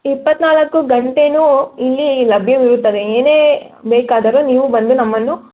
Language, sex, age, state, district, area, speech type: Kannada, female, 18-30, Karnataka, Tumkur, rural, conversation